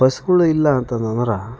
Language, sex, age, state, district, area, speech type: Kannada, male, 30-45, Karnataka, Bidar, urban, spontaneous